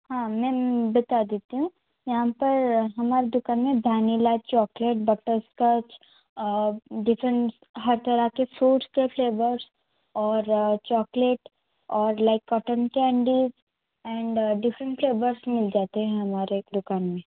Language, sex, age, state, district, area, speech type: Hindi, female, 30-45, Rajasthan, Jodhpur, rural, conversation